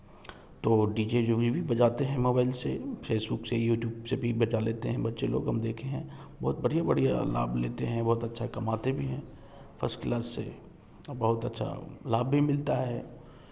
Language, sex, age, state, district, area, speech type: Hindi, male, 30-45, Bihar, Samastipur, urban, spontaneous